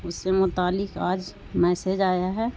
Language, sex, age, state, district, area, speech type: Urdu, female, 45-60, Bihar, Gaya, urban, spontaneous